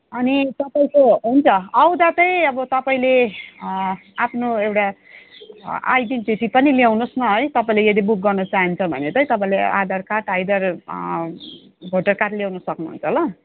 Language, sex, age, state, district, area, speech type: Nepali, female, 30-45, West Bengal, Jalpaiguri, urban, conversation